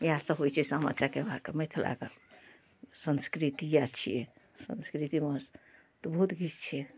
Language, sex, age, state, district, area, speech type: Maithili, female, 45-60, Bihar, Darbhanga, urban, spontaneous